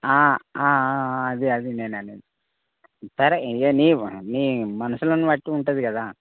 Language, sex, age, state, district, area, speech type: Telugu, male, 45-60, Telangana, Mancherial, rural, conversation